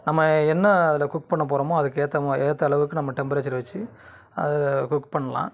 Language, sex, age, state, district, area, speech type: Tamil, male, 30-45, Tamil Nadu, Kanyakumari, urban, spontaneous